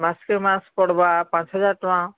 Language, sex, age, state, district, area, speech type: Odia, female, 45-60, Odisha, Subarnapur, urban, conversation